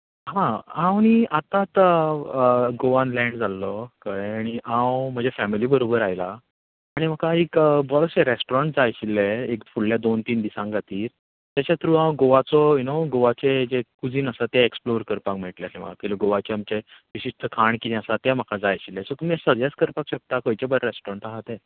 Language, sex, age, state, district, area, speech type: Goan Konkani, male, 30-45, Goa, Bardez, urban, conversation